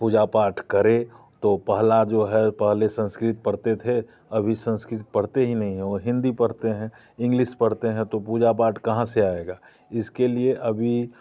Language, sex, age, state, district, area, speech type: Hindi, male, 45-60, Bihar, Muzaffarpur, rural, spontaneous